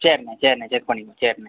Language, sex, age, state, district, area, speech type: Tamil, male, 18-30, Tamil Nadu, Pudukkottai, rural, conversation